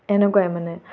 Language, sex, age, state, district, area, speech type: Assamese, female, 18-30, Assam, Tinsukia, urban, spontaneous